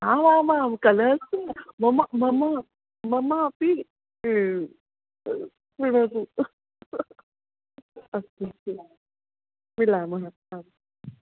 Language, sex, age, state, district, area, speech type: Sanskrit, female, 45-60, Maharashtra, Nagpur, urban, conversation